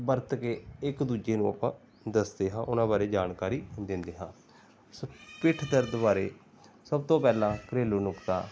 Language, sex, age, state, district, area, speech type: Punjabi, male, 30-45, Punjab, Pathankot, rural, spontaneous